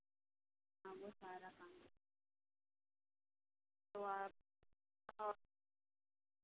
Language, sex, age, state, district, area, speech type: Hindi, female, 30-45, Uttar Pradesh, Lucknow, rural, conversation